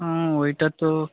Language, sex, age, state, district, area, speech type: Bengali, male, 18-30, West Bengal, Nadia, rural, conversation